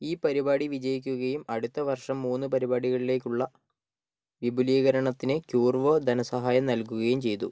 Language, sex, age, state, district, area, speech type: Malayalam, male, 30-45, Kerala, Kozhikode, urban, read